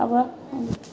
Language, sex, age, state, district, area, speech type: Assamese, female, 30-45, Assam, Majuli, urban, spontaneous